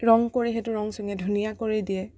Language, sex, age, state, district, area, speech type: Assamese, female, 18-30, Assam, Sonitpur, rural, spontaneous